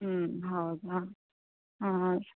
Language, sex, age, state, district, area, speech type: Kannada, female, 18-30, Karnataka, Tumkur, urban, conversation